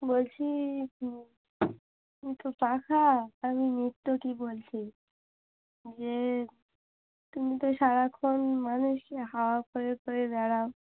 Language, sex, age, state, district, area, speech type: Bengali, female, 45-60, West Bengal, Dakshin Dinajpur, urban, conversation